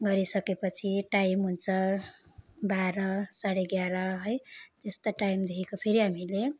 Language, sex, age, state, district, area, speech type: Nepali, female, 30-45, West Bengal, Darjeeling, rural, spontaneous